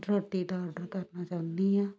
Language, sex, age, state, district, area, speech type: Punjabi, female, 60+, Punjab, Shaheed Bhagat Singh Nagar, rural, spontaneous